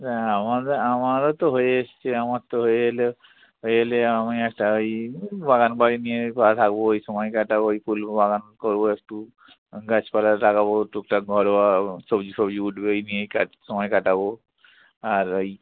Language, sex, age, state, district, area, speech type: Bengali, male, 45-60, West Bengal, Hooghly, rural, conversation